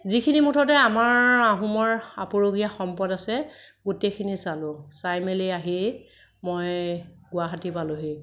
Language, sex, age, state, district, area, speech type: Assamese, female, 30-45, Assam, Kamrup Metropolitan, urban, spontaneous